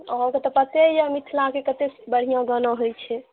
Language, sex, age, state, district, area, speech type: Maithili, female, 30-45, Bihar, Saharsa, rural, conversation